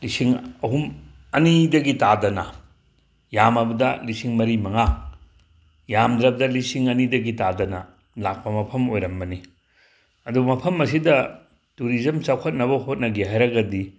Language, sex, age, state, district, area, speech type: Manipuri, male, 60+, Manipur, Tengnoupal, rural, spontaneous